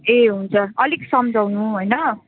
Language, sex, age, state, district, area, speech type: Nepali, female, 18-30, West Bengal, Kalimpong, rural, conversation